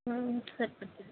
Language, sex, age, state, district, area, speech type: Telugu, female, 60+, Andhra Pradesh, Kakinada, rural, conversation